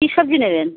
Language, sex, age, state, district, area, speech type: Bengali, female, 60+, West Bengal, Birbhum, urban, conversation